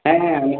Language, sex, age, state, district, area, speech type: Bengali, male, 18-30, West Bengal, Purulia, urban, conversation